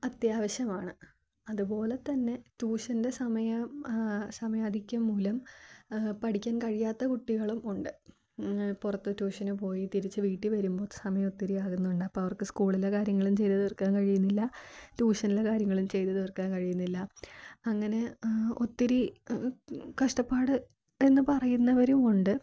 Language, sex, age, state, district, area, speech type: Malayalam, female, 18-30, Kerala, Thiruvananthapuram, urban, spontaneous